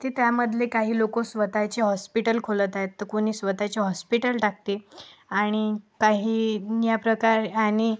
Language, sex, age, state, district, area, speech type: Marathi, female, 18-30, Maharashtra, Akola, urban, spontaneous